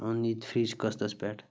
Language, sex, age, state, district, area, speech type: Kashmiri, male, 30-45, Jammu and Kashmir, Bandipora, rural, spontaneous